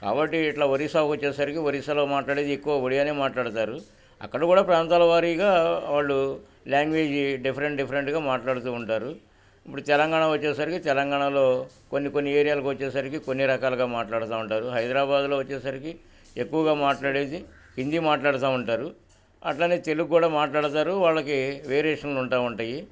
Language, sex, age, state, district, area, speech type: Telugu, male, 60+, Andhra Pradesh, Guntur, urban, spontaneous